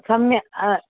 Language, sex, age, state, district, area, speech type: Sanskrit, female, 45-60, Kerala, Thiruvananthapuram, urban, conversation